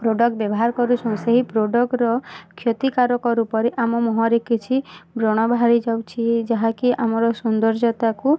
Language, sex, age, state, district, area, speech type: Odia, female, 18-30, Odisha, Bargarh, urban, spontaneous